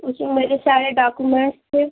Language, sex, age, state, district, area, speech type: Hindi, female, 18-30, Uttar Pradesh, Ghazipur, rural, conversation